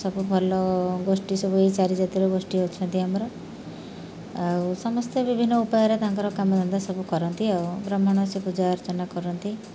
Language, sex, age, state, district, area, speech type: Odia, female, 60+, Odisha, Kendrapara, urban, spontaneous